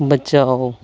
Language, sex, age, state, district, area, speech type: Hindi, male, 30-45, Madhya Pradesh, Hoshangabad, rural, read